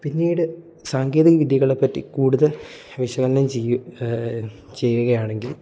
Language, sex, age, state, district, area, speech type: Malayalam, male, 18-30, Kerala, Idukki, rural, spontaneous